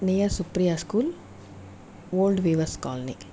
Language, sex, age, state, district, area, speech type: Telugu, female, 60+, Andhra Pradesh, Sri Balaji, urban, spontaneous